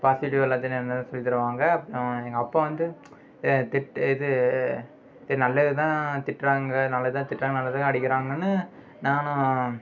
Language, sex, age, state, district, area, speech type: Tamil, male, 30-45, Tamil Nadu, Ariyalur, rural, spontaneous